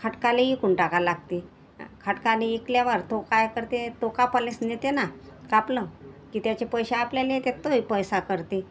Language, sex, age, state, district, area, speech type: Marathi, female, 45-60, Maharashtra, Washim, rural, spontaneous